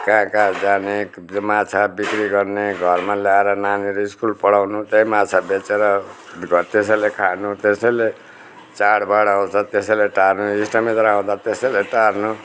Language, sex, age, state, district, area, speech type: Nepali, male, 60+, West Bengal, Darjeeling, rural, spontaneous